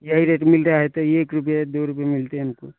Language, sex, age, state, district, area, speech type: Hindi, male, 45-60, Uttar Pradesh, Prayagraj, rural, conversation